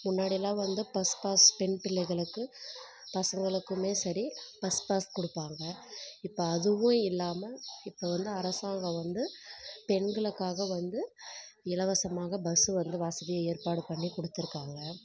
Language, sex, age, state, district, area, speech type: Tamil, female, 18-30, Tamil Nadu, Kallakurichi, rural, spontaneous